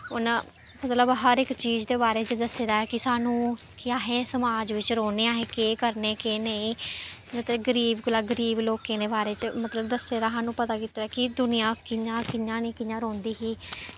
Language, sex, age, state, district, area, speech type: Dogri, female, 18-30, Jammu and Kashmir, Samba, rural, spontaneous